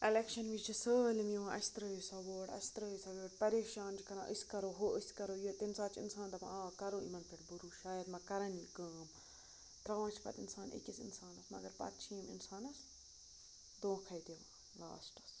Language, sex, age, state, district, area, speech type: Kashmiri, female, 18-30, Jammu and Kashmir, Budgam, rural, spontaneous